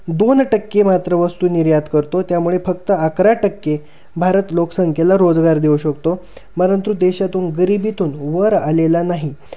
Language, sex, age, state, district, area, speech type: Marathi, male, 18-30, Maharashtra, Ahmednagar, rural, spontaneous